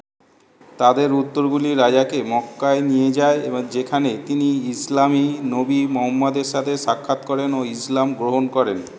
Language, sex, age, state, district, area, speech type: Bengali, male, 45-60, West Bengal, South 24 Parganas, urban, read